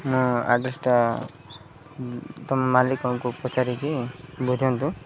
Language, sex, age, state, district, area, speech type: Odia, male, 30-45, Odisha, Koraput, urban, spontaneous